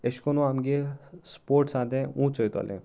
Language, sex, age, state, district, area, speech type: Goan Konkani, male, 18-30, Goa, Salcete, rural, spontaneous